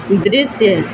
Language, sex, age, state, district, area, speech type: Hindi, female, 30-45, Uttar Pradesh, Mau, rural, read